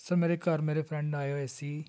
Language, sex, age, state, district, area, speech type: Punjabi, male, 30-45, Punjab, Tarn Taran, urban, spontaneous